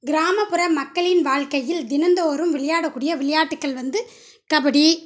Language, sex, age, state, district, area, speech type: Tamil, female, 30-45, Tamil Nadu, Dharmapuri, rural, spontaneous